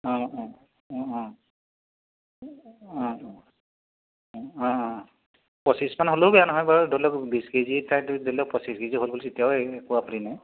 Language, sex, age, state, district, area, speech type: Assamese, male, 30-45, Assam, Dibrugarh, urban, conversation